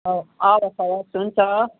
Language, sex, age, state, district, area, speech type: Nepali, female, 45-60, West Bengal, Darjeeling, rural, conversation